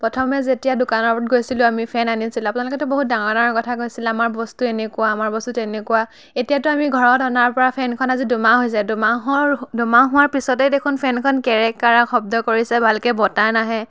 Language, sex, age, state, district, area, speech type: Assamese, female, 30-45, Assam, Biswanath, rural, spontaneous